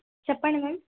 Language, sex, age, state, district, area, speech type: Telugu, female, 18-30, Telangana, Suryapet, urban, conversation